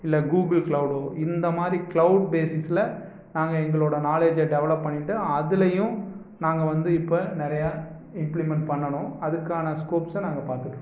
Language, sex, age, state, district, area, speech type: Tamil, male, 30-45, Tamil Nadu, Erode, rural, spontaneous